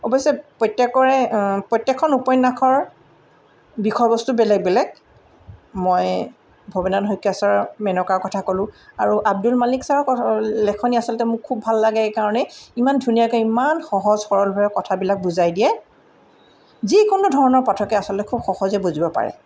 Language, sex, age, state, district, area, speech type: Assamese, female, 60+, Assam, Tinsukia, urban, spontaneous